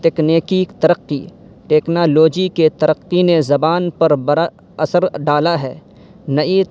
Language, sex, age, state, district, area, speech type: Urdu, male, 18-30, Uttar Pradesh, Saharanpur, urban, spontaneous